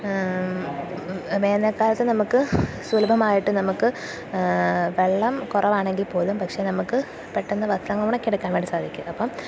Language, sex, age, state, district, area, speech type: Malayalam, female, 30-45, Kerala, Kottayam, rural, spontaneous